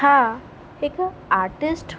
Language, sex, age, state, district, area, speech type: Sindhi, female, 18-30, Rajasthan, Ajmer, urban, spontaneous